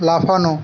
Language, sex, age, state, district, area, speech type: Bengali, male, 18-30, West Bengal, Paschim Medinipur, rural, read